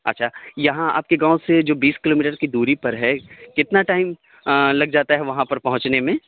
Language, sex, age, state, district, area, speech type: Urdu, male, 45-60, Bihar, Supaul, rural, conversation